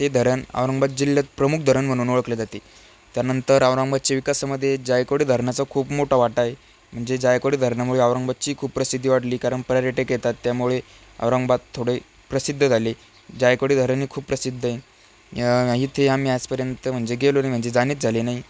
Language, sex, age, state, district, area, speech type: Marathi, male, 18-30, Maharashtra, Aurangabad, rural, spontaneous